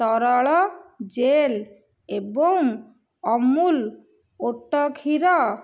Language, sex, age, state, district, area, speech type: Odia, female, 45-60, Odisha, Nayagarh, rural, read